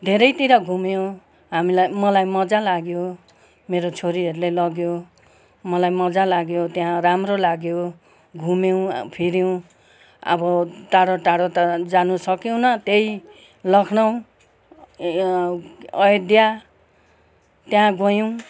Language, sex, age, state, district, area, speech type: Nepali, female, 60+, West Bengal, Kalimpong, rural, spontaneous